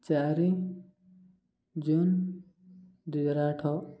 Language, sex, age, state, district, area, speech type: Odia, male, 30-45, Odisha, Koraput, urban, spontaneous